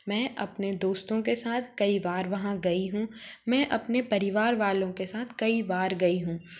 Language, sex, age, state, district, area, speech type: Hindi, female, 30-45, Madhya Pradesh, Bhopal, urban, spontaneous